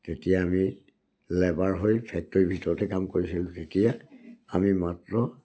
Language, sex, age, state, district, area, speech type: Assamese, male, 60+, Assam, Charaideo, rural, spontaneous